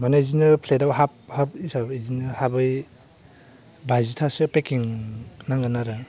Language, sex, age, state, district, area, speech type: Bodo, male, 18-30, Assam, Baksa, rural, spontaneous